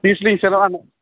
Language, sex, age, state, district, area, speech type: Santali, male, 45-60, Odisha, Mayurbhanj, rural, conversation